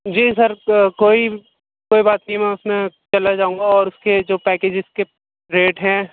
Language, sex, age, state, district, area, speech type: Urdu, male, 18-30, Delhi, Central Delhi, urban, conversation